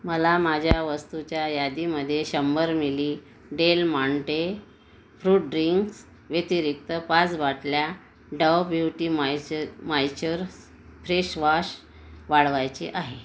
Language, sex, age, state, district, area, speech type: Marathi, female, 30-45, Maharashtra, Amravati, urban, read